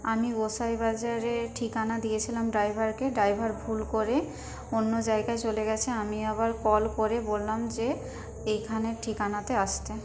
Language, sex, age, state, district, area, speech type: Bengali, female, 30-45, West Bengal, Paschim Medinipur, rural, spontaneous